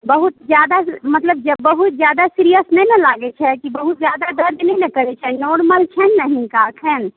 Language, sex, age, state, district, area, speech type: Maithili, female, 18-30, Bihar, Saharsa, rural, conversation